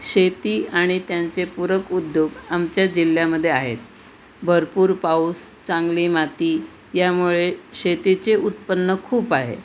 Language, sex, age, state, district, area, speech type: Marathi, female, 60+, Maharashtra, Pune, urban, spontaneous